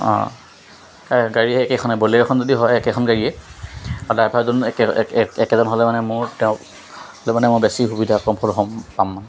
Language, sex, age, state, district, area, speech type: Assamese, male, 30-45, Assam, Jorhat, urban, spontaneous